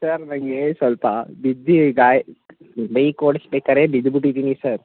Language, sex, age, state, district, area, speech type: Kannada, male, 18-30, Karnataka, Mysore, rural, conversation